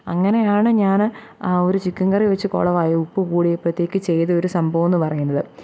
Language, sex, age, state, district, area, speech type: Malayalam, female, 18-30, Kerala, Kottayam, rural, spontaneous